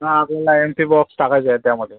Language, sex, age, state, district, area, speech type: Marathi, male, 45-60, Maharashtra, Akola, rural, conversation